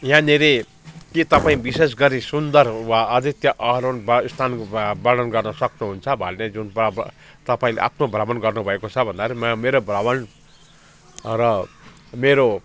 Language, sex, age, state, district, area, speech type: Nepali, male, 60+, West Bengal, Jalpaiguri, urban, spontaneous